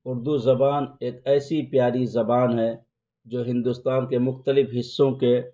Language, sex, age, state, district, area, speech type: Urdu, male, 30-45, Bihar, Araria, rural, spontaneous